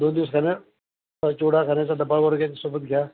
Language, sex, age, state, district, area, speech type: Marathi, male, 60+, Maharashtra, Nanded, rural, conversation